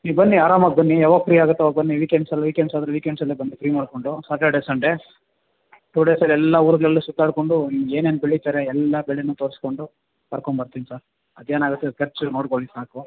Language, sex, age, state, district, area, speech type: Kannada, male, 30-45, Karnataka, Kolar, rural, conversation